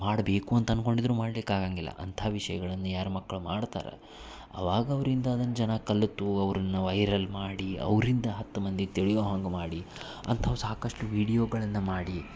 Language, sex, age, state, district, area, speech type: Kannada, male, 30-45, Karnataka, Dharwad, urban, spontaneous